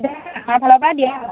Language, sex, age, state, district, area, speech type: Assamese, female, 18-30, Assam, Majuli, urban, conversation